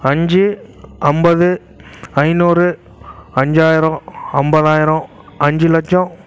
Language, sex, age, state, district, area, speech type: Tamil, male, 18-30, Tamil Nadu, Krishnagiri, rural, spontaneous